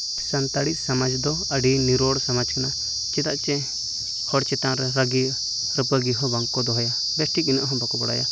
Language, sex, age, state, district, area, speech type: Santali, male, 18-30, Jharkhand, Seraikela Kharsawan, rural, spontaneous